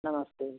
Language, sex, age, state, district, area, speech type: Hindi, female, 60+, Uttar Pradesh, Hardoi, rural, conversation